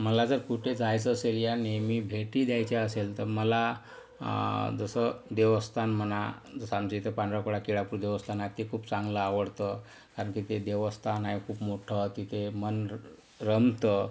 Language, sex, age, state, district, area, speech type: Marathi, male, 45-60, Maharashtra, Yavatmal, urban, spontaneous